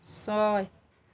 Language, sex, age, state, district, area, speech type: Assamese, female, 45-60, Assam, Charaideo, urban, read